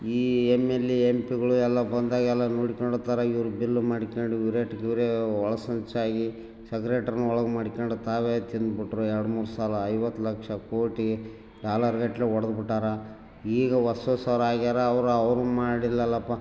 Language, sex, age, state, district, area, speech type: Kannada, male, 60+, Karnataka, Bellary, rural, spontaneous